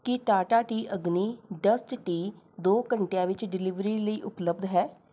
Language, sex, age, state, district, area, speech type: Punjabi, female, 30-45, Punjab, Rupnagar, urban, read